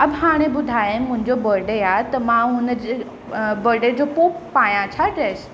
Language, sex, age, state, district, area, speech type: Sindhi, female, 18-30, Uttar Pradesh, Lucknow, urban, spontaneous